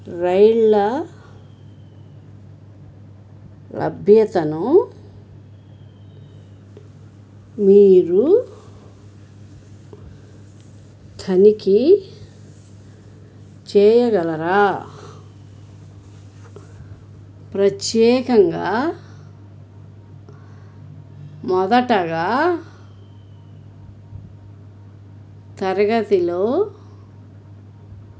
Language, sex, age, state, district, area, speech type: Telugu, female, 60+, Andhra Pradesh, Krishna, urban, read